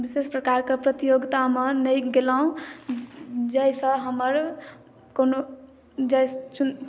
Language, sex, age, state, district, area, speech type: Maithili, female, 18-30, Bihar, Madhubani, rural, spontaneous